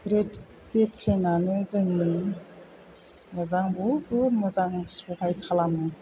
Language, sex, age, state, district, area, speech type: Bodo, female, 60+, Assam, Chirang, rural, spontaneous